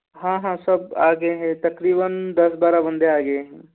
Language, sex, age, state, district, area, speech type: Hindi, male, 18-30, Rajasthan, Jaipur, urban, conversation